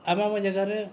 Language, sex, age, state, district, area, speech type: Santali, male, 45-60, Jharkhand, Bokaro, rural, spontaneous